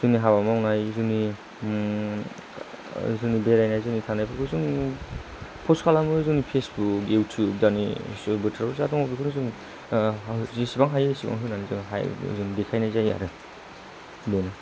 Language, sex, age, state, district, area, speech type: Bodo, male, 30-45, Assam, Kokrajhar, rural, spontaneous